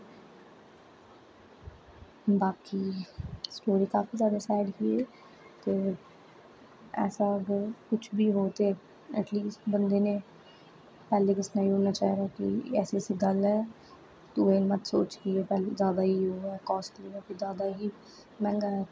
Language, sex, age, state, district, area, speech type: Dogri, female, 18-30, Jammu and Kashmir, Jammu, urban, spontaneous